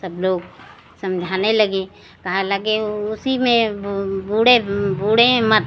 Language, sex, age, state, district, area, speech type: Hindi, female, 60+, Uttar Pradesh, Lucknow, rural, spontaneous